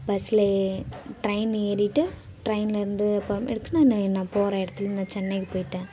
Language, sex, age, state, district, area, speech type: Tamil, female, 18-30, Tamil Nadu, Kallakurichi, urban, spontaneous